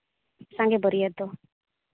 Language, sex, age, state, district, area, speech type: Santali, female, 30-45, Jharkhand, Seraikela Kharsawan, rural, conversation